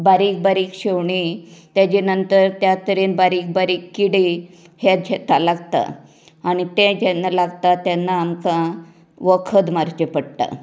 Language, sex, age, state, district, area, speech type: Goan Konkani, female, 60+, Goa, Canacona, rural, spontaneous